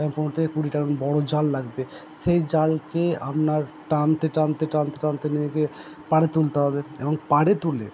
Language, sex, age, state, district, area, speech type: Bengali, male, 30-45, West Bengal, Purba Bardhaman, urban, spontaneous